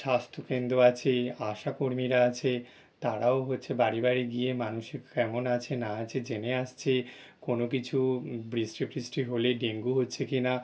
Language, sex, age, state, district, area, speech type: Bengali, male, 30-45, West Bengal, North 24 Parganas, urban, spontaneous